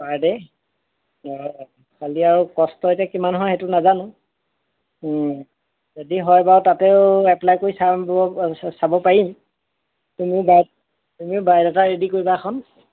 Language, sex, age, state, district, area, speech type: Assamese, male, 30-45, Assam, Golaghat, urban, conversation